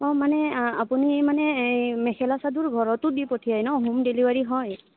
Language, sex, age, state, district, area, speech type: Assamese, female, 18-30, Assam, Sonitpur, rural, conversation